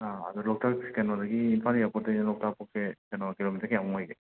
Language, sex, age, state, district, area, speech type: Manipuri, male, 30-45, Manipur, Imphal West, urban, conversation